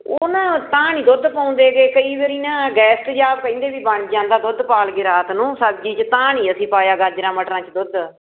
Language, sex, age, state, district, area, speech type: Punjabi, female, 60+, Punjab, Fazilka, rural, conversation